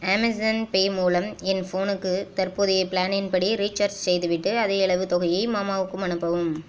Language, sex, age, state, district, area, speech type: Tamil, female, 30-45, Tamil Nadu, Ariyalur, rural, read